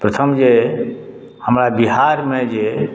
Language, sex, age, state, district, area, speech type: Maithili, male, 60+, Bihar, Madhubani, rural, spontaneous